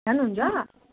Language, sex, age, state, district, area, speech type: Nepali, female, 30-45, West Bengal, Darjeeling, rural, conversation